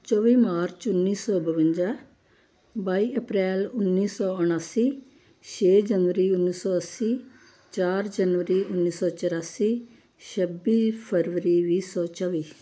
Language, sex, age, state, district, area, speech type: Punjabi, female, 60+, Punjab, Amritsar, urban, spontaneous